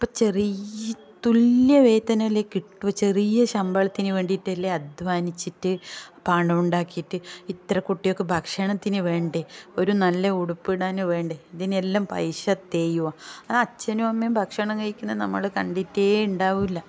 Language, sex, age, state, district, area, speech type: Malayalam, female, 45-60, Kerala, Kasaragod, rural, spontaneous